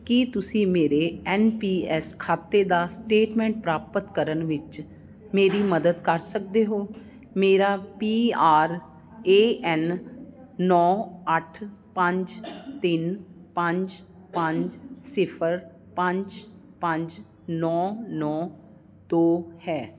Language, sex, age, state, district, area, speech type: Punjabi, female, 45-60, Punjab, Jalandhar, urban, read